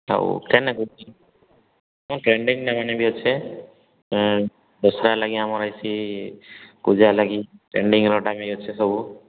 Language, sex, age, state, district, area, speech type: Odia, male, 18-30, Odisha, Subarnapur, urban, conversation